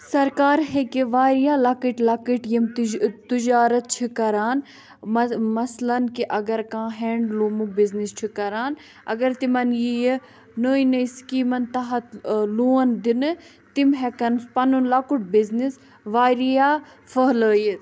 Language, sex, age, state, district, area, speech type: Kashmiri, female, 18-30, Jammu and Kashmir, Ganderbal, urban, spontaneous